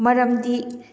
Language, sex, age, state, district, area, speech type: Manipuri, female, 45-60, Manipur, Kakching, rural, spontaneous